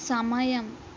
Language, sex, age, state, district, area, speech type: Telugu, female, 60+, Andhra Pradesh, Kakinada, rural, read